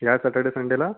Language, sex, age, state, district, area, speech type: Marathi, male, 30-45, Maharashtra, Mumbai Suburban, urban, conversation